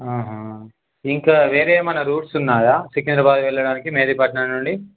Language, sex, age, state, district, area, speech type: Telugu, male, 18-30, Telangana, Kamareddy, urban, conversation